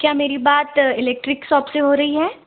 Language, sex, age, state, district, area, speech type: Hindi, female, 18-30, Madhya Pradesh, Betul, rural, conversation